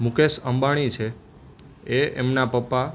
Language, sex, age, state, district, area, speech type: Gujarati, male, 18-30, Gujarat, Junagadh, urban, spontaneous